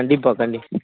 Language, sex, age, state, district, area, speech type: Tamil, male, 30-45, Tamil Nadu, Kallakurichi, rural, conversation